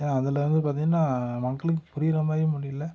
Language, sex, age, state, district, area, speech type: Tamil, male, 30-45, Tamil Nadu, Tiruppur, rural, spontaneous